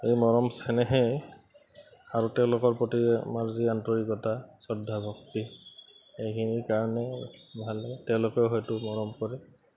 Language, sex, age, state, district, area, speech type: Assamese, male, 30-45, Assam, Goalpara, urban, spontaneous